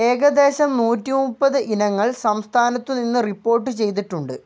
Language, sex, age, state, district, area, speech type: Malayalam, male, 18-30, Kerala, Wayanad, rural, read